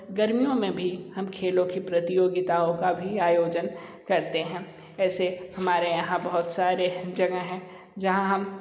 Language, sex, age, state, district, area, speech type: Hindi, male, 60+, Uttar Pradesh, Sonbhadra, rural, spontaneous